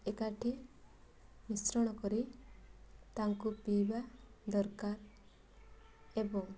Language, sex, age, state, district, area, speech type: Odia, female, 18-30, Odisha, Mayurbhanj, rural, spontaneous